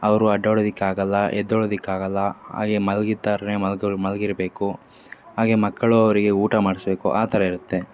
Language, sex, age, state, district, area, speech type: Kannada, male, 45-60, Karnataka, Davanagere, rural, spontaneous